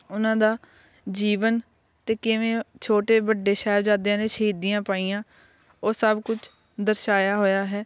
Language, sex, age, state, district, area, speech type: Punjabi, female, 30-45, Punjab, Shaheed Bhagat Singh Nagar, urban, spontaneous